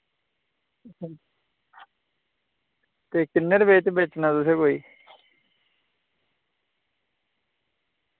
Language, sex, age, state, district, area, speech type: Dogri, male, 18-30, Jammu and Kashmir, Udhampur, rural, conversation